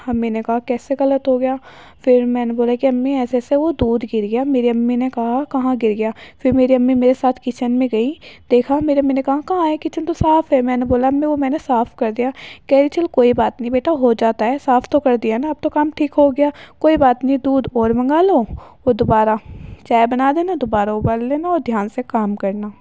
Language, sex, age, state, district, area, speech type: Urdu, female, 18-30, Uttar Pradesh, Ghaziabad, rural, spontaneous